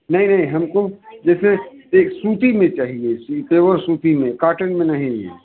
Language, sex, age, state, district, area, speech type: Hindi, male, 60+, Uttar Pradesh, Mirzapur, urban, conversation